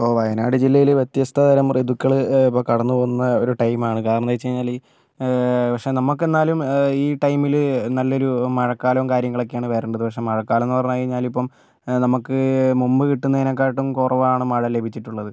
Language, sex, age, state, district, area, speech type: Malayalam, male, 30-45, Kerala, Wayanad, rural, spontaneous